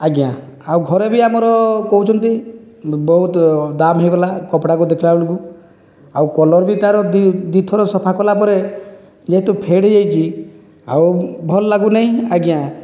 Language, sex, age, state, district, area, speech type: Odia, male, 30-45, Odisha, Boudh, rural, spontaneous